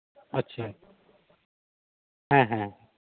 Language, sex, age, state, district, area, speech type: Santali, male, 30-45, West Bengal, Birbhum, rural, conversation